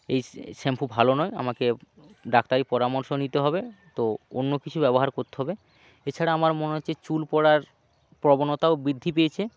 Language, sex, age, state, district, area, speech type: Bengali, male, 18-30, West Bengal, Jalpaiguri, rural, spontaneous